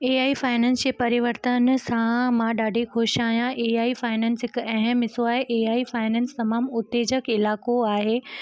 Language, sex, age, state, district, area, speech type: Sindhi, female, 18-30, Gujarat, Kutch, urban, spontaneous